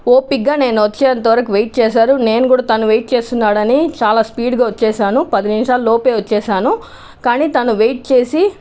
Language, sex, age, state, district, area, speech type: Telugu, female, 30-45, Andhra Pradesh, Chittoor, urban, spontaneous